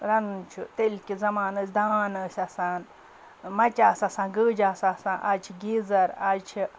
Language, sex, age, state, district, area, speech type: Kashmiri, female, 45-60, Jammu and Kashmir, Ganderbal, rural, spontaneous